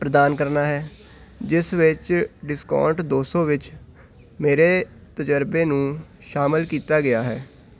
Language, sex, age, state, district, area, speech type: Punjabi, male, 18-30, Punjab, Hoshiarpur, urban, read